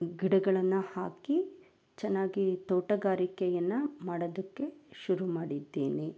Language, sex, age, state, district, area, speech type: Kannada, female, 30-45, Karnataka, Chikkaballapur, rural, spontaneous